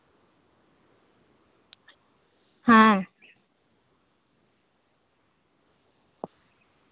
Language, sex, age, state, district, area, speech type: Santali, female, 30-45, West Bengal, Birbhum, rural, conversation